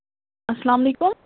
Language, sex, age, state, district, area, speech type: Kashmiri, female, 30-45, Jammu and Kashmir, Anantnag, rural, conversation